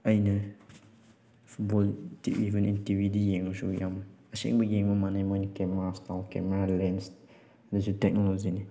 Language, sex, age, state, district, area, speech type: Manipuri, male, 18-30, Manipur, Chandel, rural, spontaneous